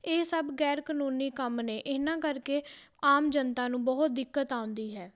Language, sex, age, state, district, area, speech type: Punjabi, female, 18-30, Punjab, Patiala, rural, spontaneous